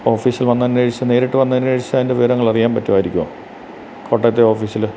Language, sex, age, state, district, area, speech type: Malayalam, male, 45-60, Kerala, Kottayam, rural, spontaneous